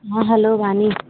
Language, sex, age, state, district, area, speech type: Telugu, female, 18-30, Andhra Pradesh, Eluru, rural, conversation